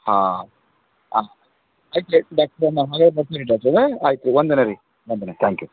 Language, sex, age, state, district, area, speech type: Kannada, male, 45-60, Karnataka, Gulbarga, urban, conversation